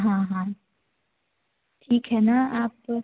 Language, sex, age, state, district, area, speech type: Hindi, female, 18-30, Madhya Pradesh, Betul, rural, conversation